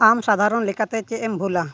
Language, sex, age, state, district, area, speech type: Santali, male, 18-30, Jharkhand, East Singhbhum, rural, read